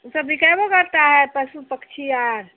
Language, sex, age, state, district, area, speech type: Hindi, female, 60+, Bihar, Samastipur, urban, conversation